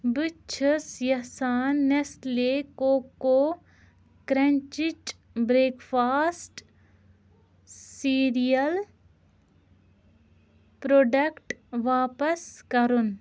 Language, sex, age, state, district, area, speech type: Kashmiri, female, 18-30, Jammu and Kashmir, Ganderbal, rural, read